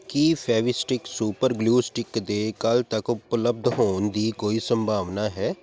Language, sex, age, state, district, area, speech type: Punjabi, male, 30-45, Punjab, Tarn Taran, urban, read